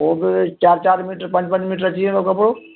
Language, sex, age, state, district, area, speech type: Sindhi, male, 60+, Delhi, South Delhi, rural, conversation